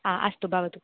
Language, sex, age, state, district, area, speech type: Sanskrit, female, 18-30, Kerala, Thiruvananthapuram, rural, conversation